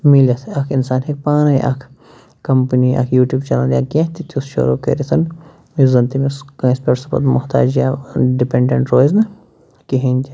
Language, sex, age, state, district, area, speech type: Kashmiri, male, 30-45, Jammu and Kashmir, Shopian, rural, spontaneous